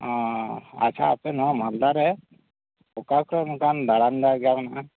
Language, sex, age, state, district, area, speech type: Santali, male, 45-60, West Bengal, Malda, rural, conversation